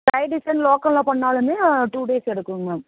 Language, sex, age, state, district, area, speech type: Tamil, female, 30-45, Tamil Nadu, Namakkal, rural, conversation